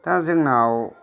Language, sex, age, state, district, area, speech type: Bodo, male, 45-60, Assam, Kokrajhar, rural, spontaneous